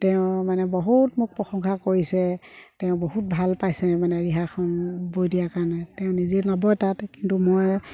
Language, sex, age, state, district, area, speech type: Assamese, female, 45-60, Assam, Sivasagar, rural, spontaneous